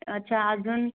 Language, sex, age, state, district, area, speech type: Marathi, female, 18-30, Maharashtra, Buldhana, rural, conversation